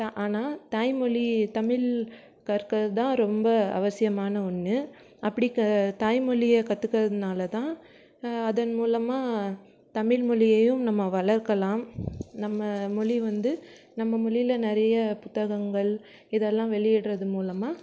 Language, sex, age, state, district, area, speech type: Tamil, female, 18-30, Tamil Nadu, Krishnagiri, rural, spontaneous